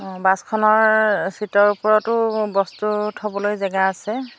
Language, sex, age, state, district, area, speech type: Assamese, female, 45-60, Assam, Jorhat, urban, spontaneous